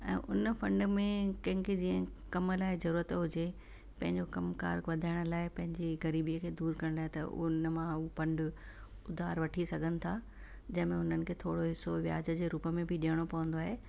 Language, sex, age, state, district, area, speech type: Sindhi, female, 60+, Rajasthan, Ajmer, urban, spontaneous